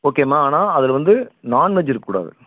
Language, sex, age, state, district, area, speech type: Tamil, male, 45-60, Tamil Nadu, Erode, urban, conversation